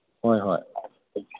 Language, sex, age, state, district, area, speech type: Manipuri, male, 45-60, Manipur, Imphal East, rural, conversation